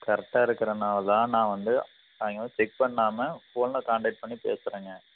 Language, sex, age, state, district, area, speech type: Tamil, male, 30-45, Tamil Nadu, Coimbatore, rural, conversation